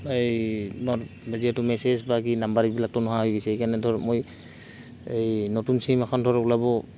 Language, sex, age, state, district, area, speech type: Assamese, male, 18-30, Assam, Goalpara, rural, spontaneous